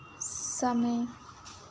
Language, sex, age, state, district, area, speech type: Hindi, female, 18-30, Madhya Pradesh, Chhindwara, urban, read